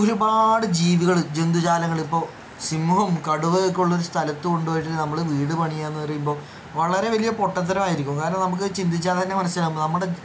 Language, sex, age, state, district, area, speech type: Malayalam, male, 45-60, Kerala, Palakkad, rural, spontaneous